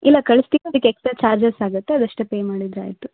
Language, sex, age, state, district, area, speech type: Kannada, female, 18-30, Karnataka, Vijayanagara, rural, conversation